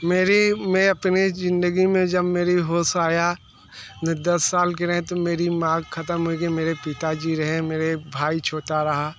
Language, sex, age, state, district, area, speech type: Hindi, male, 60+, Uttar Pradesh, Mirzapur, urban, spontaneous